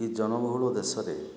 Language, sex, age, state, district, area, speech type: Odia, male, 45-60, Odisha, Boudh, rural, spontaneous